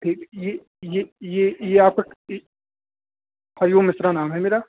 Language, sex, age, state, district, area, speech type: Hindi, male, 30-45, Uttar Pradesh, Hardoi, rural, conversation